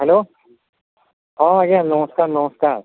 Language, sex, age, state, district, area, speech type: Odia, female, 45-60, Odisha, Nuapada, urban, conversation